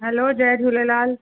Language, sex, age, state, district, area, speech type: Sindhi, female, 45-60, Delhi, South Delhi, urban, conversation